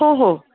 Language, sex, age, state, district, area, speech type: Marathi, female, 60+, Maharashtra, Pune, urban, conversation